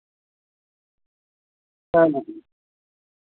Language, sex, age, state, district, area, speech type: Urdu, male, 18-30, Delhi, New Delhi, urban, conversation